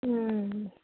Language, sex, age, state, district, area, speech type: Kannada, female, 30-45, Karnataka, Chitradurga, urban, conversation